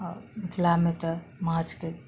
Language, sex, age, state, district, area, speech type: Maithili, female, 60+, Bihar, Madhubani, rural, spontaneous